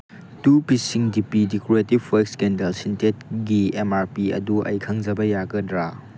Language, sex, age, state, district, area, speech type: Manipuri, male, 18-30, Manipur, Chandel, rural, read